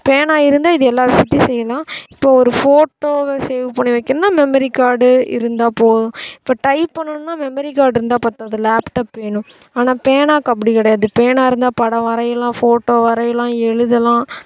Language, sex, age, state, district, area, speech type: Tamil, female, 18-30, Tamil Nadu, Thoothukudi, urban, spontaneous